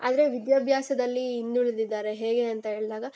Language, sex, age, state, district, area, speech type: Kannada, female, 18-30, Karnataka, Kolar, rural, spontaneous